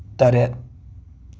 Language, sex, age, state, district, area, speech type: Manipuri, male, 18-30, Manipur, Imphal West, urban, read